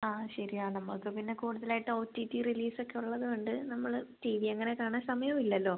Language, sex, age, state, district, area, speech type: Malayalam, female, 18-30, Kerala, Thiruvananthapuram, rural, conversation